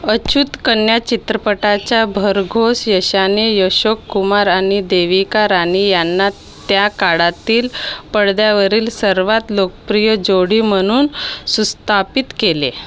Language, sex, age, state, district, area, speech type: Marathi, female, 30-45, Maharashtra, Nagpur, urban, read